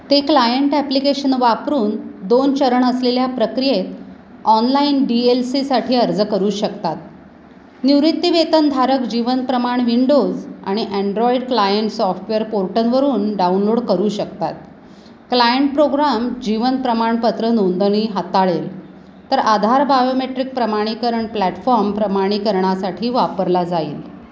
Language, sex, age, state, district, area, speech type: Marathi, female, 45-60, Maharashtra, Pune, urban, read